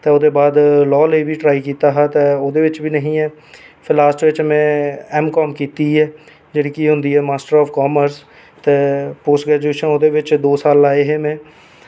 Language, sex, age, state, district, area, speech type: Dogri, male, 18-30, Jammu and Kashmir, Reasi, urban, spontaneous